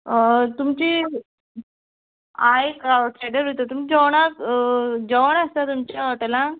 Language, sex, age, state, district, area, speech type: Goan Konkani, female, 18-30, Goa, Canacona, rural, conversation